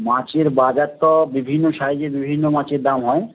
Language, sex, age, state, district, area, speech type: Bengali, male, 30-45, West Bengal, Howrah, urban, conversation